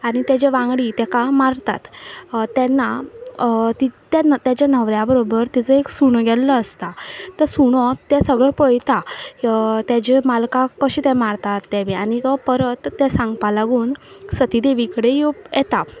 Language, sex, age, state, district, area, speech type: Goan Konkani, female, 18-30, Goa, Quepem, rural, spontaneous